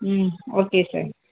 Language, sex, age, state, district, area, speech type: Tamil, female, 18-30, Tamil Nadu, Madurai, urban, conversation